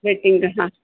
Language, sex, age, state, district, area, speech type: Marathi, female, 60+, Maharashtra, Kolhapur, urban, conversation